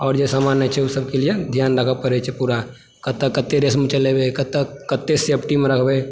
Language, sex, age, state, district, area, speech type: Maithili, male, 18-30, Bihar, Supaul, urban, spontaneous